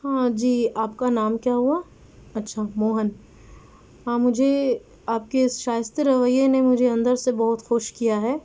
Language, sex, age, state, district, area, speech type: Urdu, female, 30-45, Delhi, South Delhi, rural, spontaneous